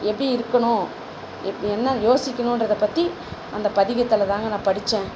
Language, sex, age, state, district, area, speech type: Tamil, female, 45-60, Tamil Nadu, Dharmapuri, rural, spontaneous